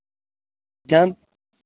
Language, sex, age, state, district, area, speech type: Dogri, male, 30-45, Jammu and Kashmir, Reasi, urban, conversation